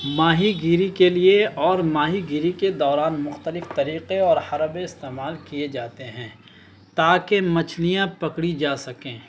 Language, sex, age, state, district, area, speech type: Urdu, male, 18-30, Bihar, Araria, rural, spontaneous